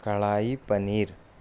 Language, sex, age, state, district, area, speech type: Urdu, male, 18-30, Bihar, Gaya, rural, spontaneous